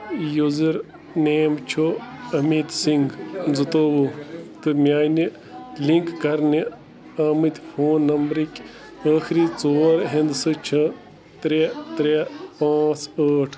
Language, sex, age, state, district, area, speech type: Kashmiri, male, 30-45, Jammu and Kashmir, Bandipora, rural, read